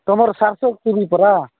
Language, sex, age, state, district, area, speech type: Odia, male, 45-60, Odisha, Nabarangpur, rural, conversation